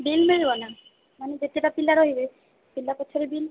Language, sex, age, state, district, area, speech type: Odia, female, 18-30, Odisha, Rayagada, rural, conversation